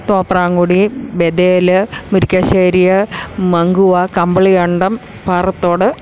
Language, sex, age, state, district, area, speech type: Malayalam, female, 60+, Kerala, Idukki, rural, spontaneous